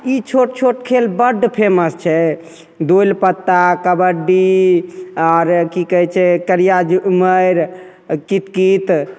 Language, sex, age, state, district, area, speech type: Maithili, male, 30-45, Bihar, Begusarai, urban, spontaneous